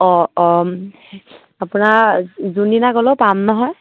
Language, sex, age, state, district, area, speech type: Assamese, female, 18-30, Assam, Dibrugarh, rural, conversation